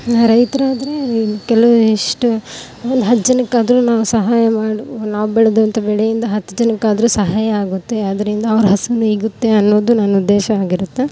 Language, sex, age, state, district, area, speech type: Kannada, female, 18-30, Karnataka, Gadag, rural, spontaneous